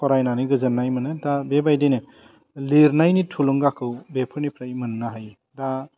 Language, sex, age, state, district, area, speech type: Bodo, male, 30-45, Assam, Udalguri, urban, spontaneous